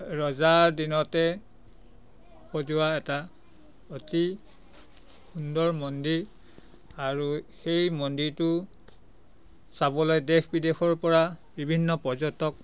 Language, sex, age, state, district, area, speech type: Assamese, male, 45-60, Assam, Biswanath, rural, spontaneous